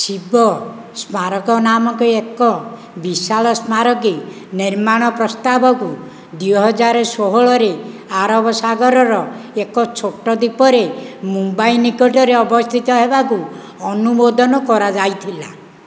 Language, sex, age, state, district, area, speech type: Odia, male, 60+, Odisha, Nayagarh, rural, read